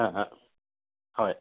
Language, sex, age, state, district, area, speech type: Assamese, male, 45-60, Assam, Kamrup Metropolitan, urban, conversation